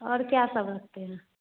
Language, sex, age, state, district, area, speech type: Hindi, female, 60+, Bihar, Madhepura, rural, conversation